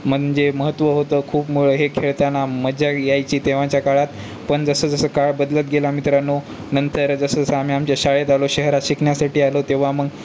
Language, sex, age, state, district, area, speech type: Marathi, male, 18-30, Maharashtra, Nanded, urban, spontaneous